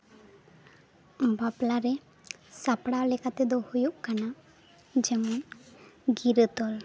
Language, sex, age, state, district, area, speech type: Santali, female, 18-30, West Bengal, Jhargram, rural, spontaneous